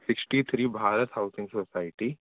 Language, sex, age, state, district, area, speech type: Hindi, male, 18-30, Madhya Pradesh, Jabalpur, urban, conversation